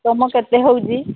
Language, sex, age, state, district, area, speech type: Odia, female, 30-45, Odisha, Sambalpur, rural, conversation